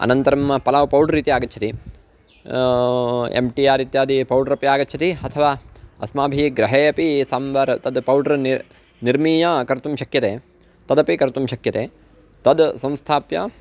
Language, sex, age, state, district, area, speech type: Sanskrit, male, 18-30, Karnataka, Uttara Kannada, rural, spontaneous